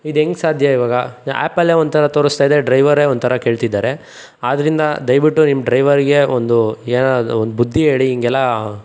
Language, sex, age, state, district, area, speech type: Kannada, male, 45-60, Karnataka, Chikkaballapur, urban, spontaneous